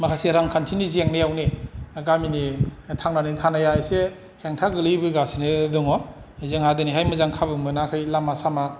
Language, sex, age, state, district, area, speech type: Bodo, male, 45-60, Assam, Kokrajhar, urban, spontaneous